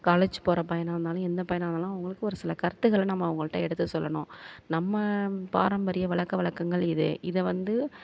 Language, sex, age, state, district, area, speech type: Tamil, female, 45-60, Tamil Nadu, Thanjavur, rural, spontaneous